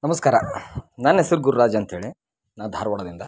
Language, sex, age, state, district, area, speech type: Kannada, male, 30-45, Karnataka, Dharwad, rural, spontaneous